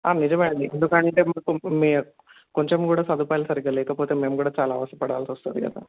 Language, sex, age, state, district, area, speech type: Telugu, male, 30-45, Telangana, Peddapalli, rural, conversation